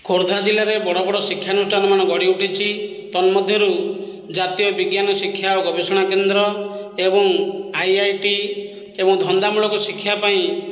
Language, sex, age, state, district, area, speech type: Odia, male, 45-60, Odisha, Khordha, rural, spontaneous